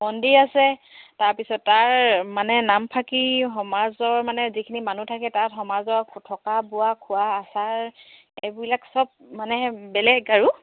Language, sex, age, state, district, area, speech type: Assamese, female, 45-60, Assam, Dibrugarh, rural, conversation